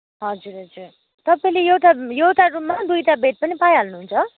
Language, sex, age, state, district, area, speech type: Nepali, female, 18-30, West Bengal, Kalimpong, rural, conversation